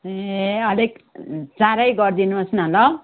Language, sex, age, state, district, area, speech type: Nepali, female, 60+, West Bengal, Kalimpong, rural, conversation